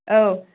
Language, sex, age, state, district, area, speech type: Bodo, female, 30-45, Assam, Kokrajhar, rural, conversation